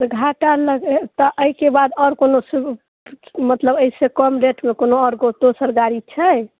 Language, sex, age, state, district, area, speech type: Maithili, female, 45-60, Bihar, Madhubani, rural, conversation